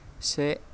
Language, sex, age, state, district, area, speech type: Bodo, male, 18-30, Assam, Kokrajhar, rural, read